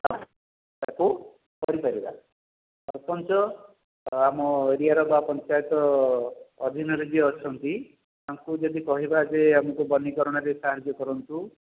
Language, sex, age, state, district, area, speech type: Odia, male, 60+, Odisha, Khordha, rural, conversation